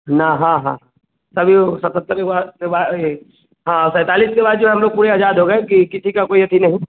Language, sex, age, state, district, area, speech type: Hindi, male, 18-30, Bihar, Vaishali, rural, conversation